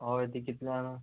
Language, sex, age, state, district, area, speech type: Goan Konkani, male, 18-30, Goa, Murmgao, rural, conversation